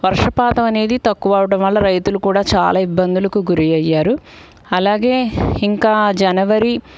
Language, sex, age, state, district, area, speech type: Telugu, female, 45-60, Andhra Pradesh, Guntur, urban, spontaneous